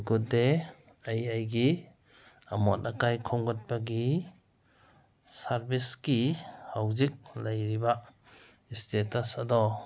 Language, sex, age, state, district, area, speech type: Manipuri, male, 60+, Manipur, Kangpokpi, urban, read